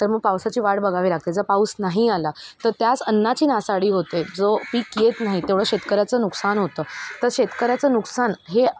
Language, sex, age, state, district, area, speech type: Marathi, female, 18-30, Maharashtra, Mumbai Suburban, urban, spontaneous